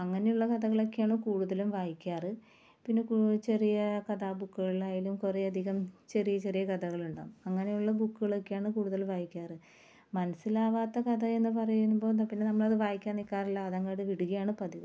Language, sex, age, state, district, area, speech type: Malayalam, female, 30-45, Kerala, Ernakulam, rural, spontaneous